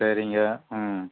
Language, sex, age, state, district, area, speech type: Tamil, male, 60+, Tamil Nadu, Coimbatore, rural, conversation